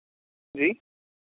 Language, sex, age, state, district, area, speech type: Hindi, male, 18-30, Madhya Pradesh, Seoni, urban, conversation